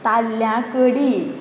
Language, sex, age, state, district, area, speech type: Goan Konkani, female, 18-30, Goa, Murmgao, rural, spontaneous